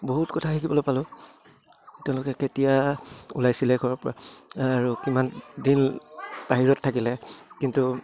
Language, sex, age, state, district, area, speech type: Assamese, male, 30-45, Assam, Udalguri, rural, spontaneous